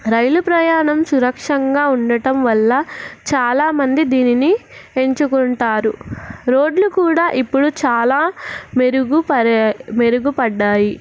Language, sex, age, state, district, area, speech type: Telugu, female, 18-30, Telangana, Nizamabad, urban, spontaneous